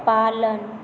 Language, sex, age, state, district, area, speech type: Maithili, female, 18-30, Bihar, Saharsa, rural, read